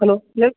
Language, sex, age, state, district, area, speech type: Kannada, male, 18-30, Karnataka, Bellary, urban, conversation